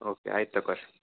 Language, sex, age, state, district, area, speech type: Kannada, male, 18-30, Karnataka, Bidar, urban, conversation